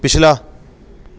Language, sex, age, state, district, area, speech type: Punjabi, male, 30-45, Punjab, Kapurthala, urban, read